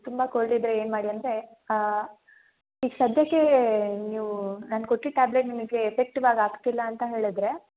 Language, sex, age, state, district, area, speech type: Kannada, female, 18-30, Karnataka, Chikkamagaluru, rural, conversation